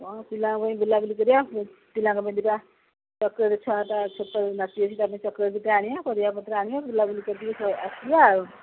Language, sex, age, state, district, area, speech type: Odia, female, 60+, Odisha, Jagatsinghpur, rural, conversation